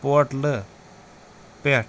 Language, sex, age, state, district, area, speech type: Kashmiri, male, 30-45, Jammu and Kashmir, Pulwama, urban, read